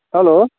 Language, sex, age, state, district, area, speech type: Nepali, male, 45-60, West Bengal, Kalimpong, rural, conversation